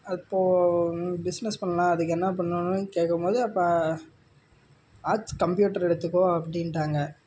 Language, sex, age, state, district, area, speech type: Tamil, male, 18-30, Tamil Nadu, Namakkal, rural, spontaneous